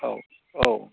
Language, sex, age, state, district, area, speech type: Bodo, male, 45-60, Assam, Baksa, urban, conversation